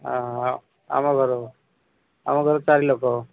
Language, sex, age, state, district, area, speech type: Odia, male, 45-60, Odisha, Malkangiri, urban, conversation